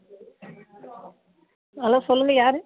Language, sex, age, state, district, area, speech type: Tamil, female, 45-60, Tamil Nadu, Nilgiris, rural, conversation